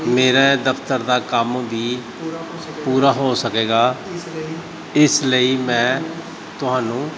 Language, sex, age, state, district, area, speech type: Punjabi, male, 30-45, Punjab, Gurdaspur, rural, spontaneous